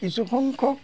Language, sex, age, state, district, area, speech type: Assamese, male, 60+, Assam, Golaghat, rural, spontaneous